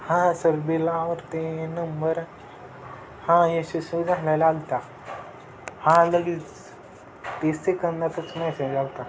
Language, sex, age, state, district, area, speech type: Marathi, male, 18-30, Maharashtra, Satara, urban, spontaneous